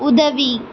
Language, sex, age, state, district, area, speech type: Tamil, female, 18-30, Tamil Nadu, Tiruvannamalai, urban, read